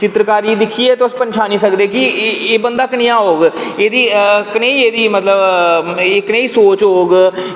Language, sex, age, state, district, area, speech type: Dogri, male, 18-30, Jammu and Kashmir, Reasi, rural, spontaneous